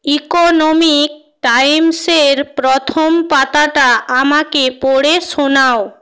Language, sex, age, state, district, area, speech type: Bengali, female, 30-45, West Bengal, North 24 Parganas, rural, read